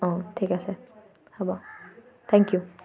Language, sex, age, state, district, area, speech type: Assamese, female, 18-30, Assam, Tinsukia, urban, spontaneous